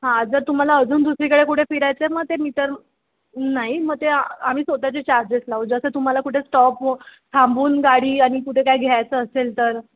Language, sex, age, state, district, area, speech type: Marathi, female, 18-30, Maharashtra, Mumbai Suburban, urban, conversation